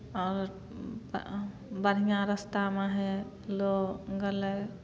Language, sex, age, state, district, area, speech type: Maithili, female, 18-30, Bihar, Samastipur, rural, spontaneous